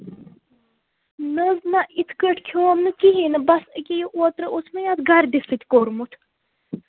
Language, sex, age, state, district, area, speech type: Kashmiri, female, 18-30, Jammu and Kashmir, Srinagar, urban, conversation